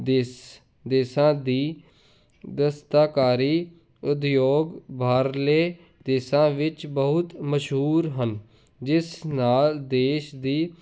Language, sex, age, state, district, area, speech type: Punjabi, male, 18-30, Punjab, Jalandhar, urban, spontaneous